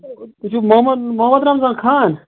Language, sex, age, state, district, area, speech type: Kashmiri, male, 30-45, Jammu and Kashmir, Ganderbal, rural, conversation